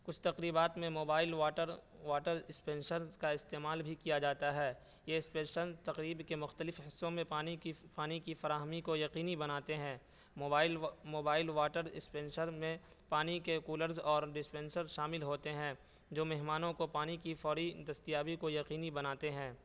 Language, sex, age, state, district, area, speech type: Urdu, male, 18-30, Uttar Pradesh, Saharanpur, urban, spontaneous